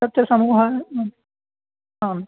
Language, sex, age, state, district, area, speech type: Sanskrit, male, 18-30, Tamil Nadu, Chennai, urban, conversation